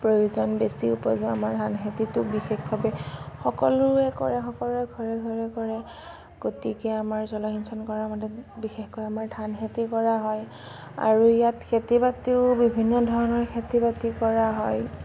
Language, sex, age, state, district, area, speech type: Assamese, female, 18-30, Assam, Darrang, rural, spontaneous